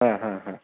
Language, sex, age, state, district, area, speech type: Marathi, male, 30-45, Maharashtra, Jalna, rural, conversation